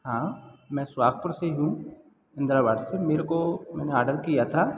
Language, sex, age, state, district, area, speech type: Hindi, male, 45-60, Madhya Pradesh, Hoshangabad, rural, spontaneous